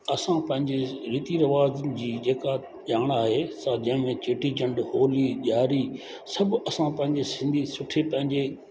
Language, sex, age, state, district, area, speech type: Sindhi, male, 60+, Rajasthan, Ajmer, rural, spontaneous